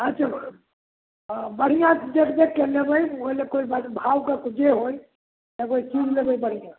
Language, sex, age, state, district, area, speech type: Maithili, male, 60+, Bihar, Samastipur, rural, conversation